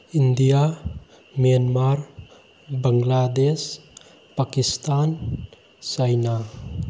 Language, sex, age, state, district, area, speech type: Manipuri, male, 18-30, Manipur, Bishnupur, rural, spontaneous